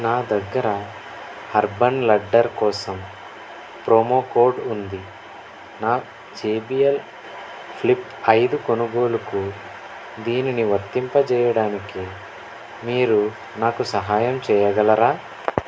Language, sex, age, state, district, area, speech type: Telugu, male, 18-30, Andhra Pradesh, N T Rama Rao, urban, read